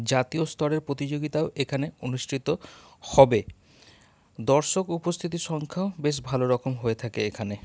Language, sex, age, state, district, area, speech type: Bengali, male, 45-60, West Bengal, Paschim Bardhaman, urban, spontaneous